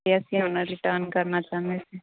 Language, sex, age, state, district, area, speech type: Punjabi, female, 30-45, Punjab, Mansa, urban, conversation